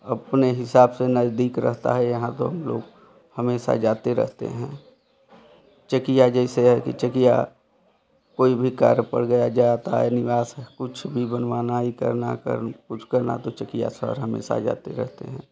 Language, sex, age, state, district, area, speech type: Hindi, male, 45-60, Uttar Pradesh, Chandauli, rural, spontaneous